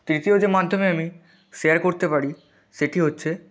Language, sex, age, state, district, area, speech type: Bengali, male, 18-30, West Bengal, Purba Medinipur, rural, spontaneous